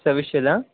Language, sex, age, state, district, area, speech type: Marathi, male, 18-30, Maharashtra, Wardha, rural, conversation